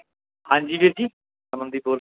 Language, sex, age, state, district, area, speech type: Punjabi, male, 45-60, Punjab, Barnala, urban, conversation